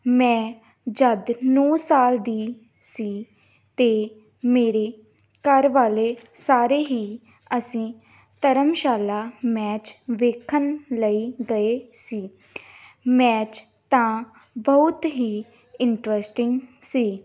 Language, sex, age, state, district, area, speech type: Punjabi, female, 18-30, Punjab, Gurdaspur, urban, spontaneous